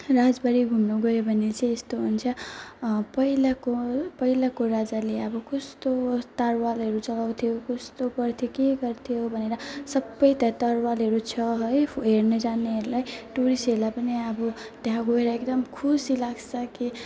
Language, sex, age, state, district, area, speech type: Nepali, female, 30-45, West Bengal, Alipurduar, urban, spontaneous